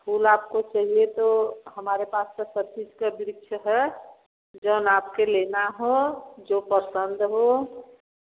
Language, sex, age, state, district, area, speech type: Hindi, female, 60+, Uttar Pradesh, Varanasi, rural, conversation